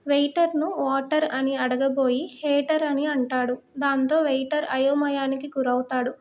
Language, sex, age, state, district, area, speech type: Telugu, female, 30-45, Telangana, Hyderabad, rural, spontaneous